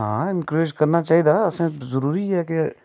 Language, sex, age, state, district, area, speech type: Dogri, male, 30-45, Jammu and Kashmir, Udhampur, rural, spontaneous